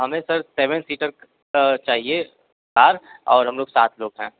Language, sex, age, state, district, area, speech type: Hindi, male, 45-60, Uttar Pradesh, Sonbhadra, rural, conversation